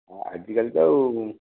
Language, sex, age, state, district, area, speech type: Odia, male, 60+, Odisha, Nayagarh, rural, conversation